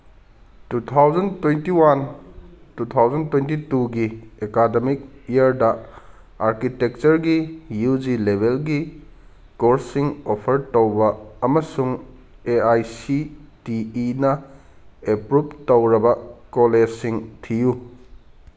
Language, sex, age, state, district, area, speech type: Manipuri, male, 30-45, Manipur, Kangpokpi, urban, read